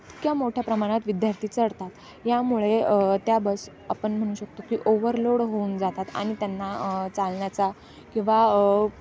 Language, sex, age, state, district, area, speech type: Marathi, female, 18-30, Maharashtra, Nashik, rural, spontaneous